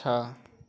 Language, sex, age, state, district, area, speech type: Hindi, male, 18-30, Uttar Pradesh, Chandauli, rural, read